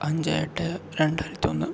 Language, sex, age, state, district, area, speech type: Malayalam, male, 18-30, Kerala, Palakkad, urban, spontaneous